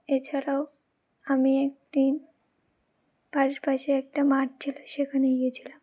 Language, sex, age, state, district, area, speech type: Bengali, female, 18-30, West Bengal, Uttar Dinajpur, urban, spontaneous